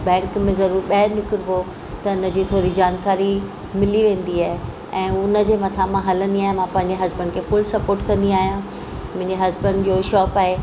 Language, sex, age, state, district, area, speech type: Sindhi, female, 45-60, Maharashtra, Mumbai Suburban, urban, spontaneous